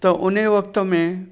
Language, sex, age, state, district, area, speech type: Sindhi, male, 60+, Gujarat, Junagadh, rural, spontaneous